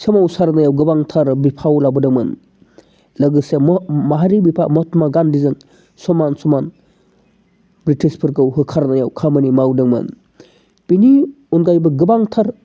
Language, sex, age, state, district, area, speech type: Bodo, male, 30-45, Assam, Chirang, urban, spontaneous